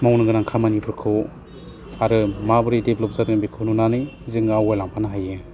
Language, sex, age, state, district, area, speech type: Bodo, male, 30-45, Assam, Udalguri, urban, spontaneous